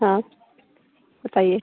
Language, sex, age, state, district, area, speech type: Hindi, female, 60+, Uttar Pradesh, Hardoi, rural, conversation